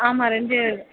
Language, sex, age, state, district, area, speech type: Tamil, female, 18-30, Tamil Nadu, Pudukkottai, rural, conversation